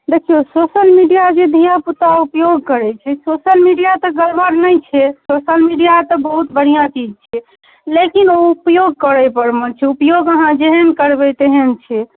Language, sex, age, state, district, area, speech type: Maithili, female, 30-45, Bihar, Darbhanga, urban, conversation